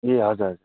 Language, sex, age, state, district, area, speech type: Nepali, male, 30-45, West Bengal, Darjeeling, rural, conversation